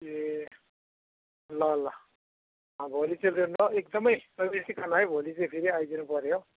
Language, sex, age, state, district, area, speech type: Nepali, male, 60+, West Bengal, Kalimpong, rural, conversation